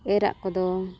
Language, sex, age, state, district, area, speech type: Santali, female, 30-45, Jharkhand, East Singhbhum, rural, spontaneous